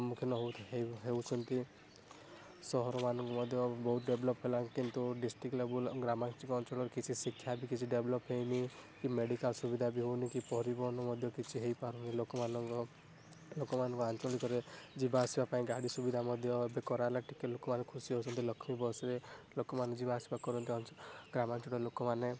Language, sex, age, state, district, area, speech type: Odia, male, 18-30, Odisha, Rayagada, rural, spontaneous